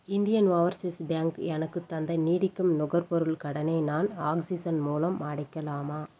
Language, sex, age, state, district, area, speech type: Tamil, female, 30-45, Tamil Nadu, Dharmapuri, urban, read